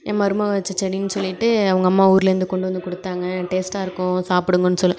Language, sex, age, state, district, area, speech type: Tamil, female, 30-45, Tamil Nadu, Nagapattinam, rural, spontaneous